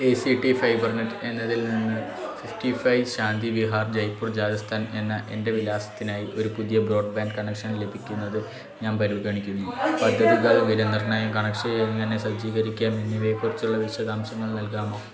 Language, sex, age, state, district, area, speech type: Malayalam, male, 18-30, Kerala, Wayanad, rural, read